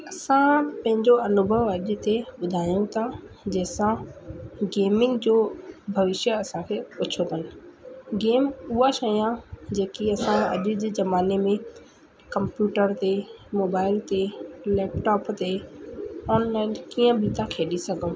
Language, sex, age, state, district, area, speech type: Sindhi, male, 45-60, Madhya Pradesh, Katni, urban, spontaneous